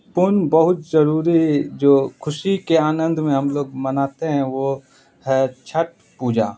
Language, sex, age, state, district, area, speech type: Urdu, male, 45-60, Bihar, Supaul, rural, spontaneous